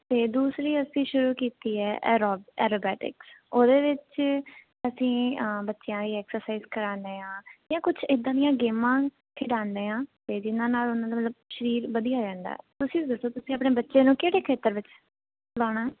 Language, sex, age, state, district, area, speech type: Punjabi, female, 18-30, Punjab, Jalandhar, urban, conversation